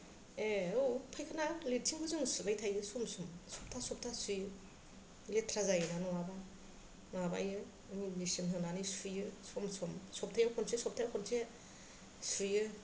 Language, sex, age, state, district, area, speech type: Bodo, female, 45-60, Assam, Kokrajhar, rural, spontaneous